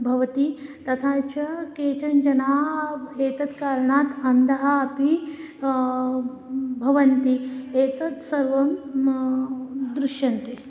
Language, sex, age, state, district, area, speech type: Sanskrit, female, 30-45, Maharashtra, Nagpur, urban, spontaneous